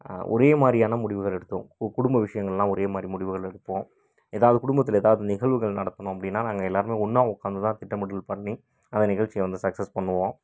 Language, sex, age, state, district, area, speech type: Tamil, male, 30-45, Tamil Nadu, Krishnagiri, rural, spontaneous